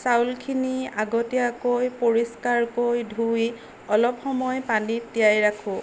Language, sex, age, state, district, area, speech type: Assamese, female, 60+, Assam, Nagaon, rural, spontaneous